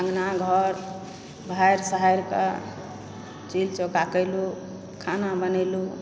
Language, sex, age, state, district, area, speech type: Maithili, female, 30-45, Bihar, Supaul, rural, spontaneous